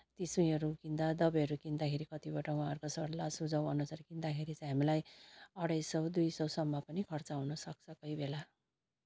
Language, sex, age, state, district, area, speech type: Nepali, female, 45-60, West Bengal, Darjeeling, rural, spontaneous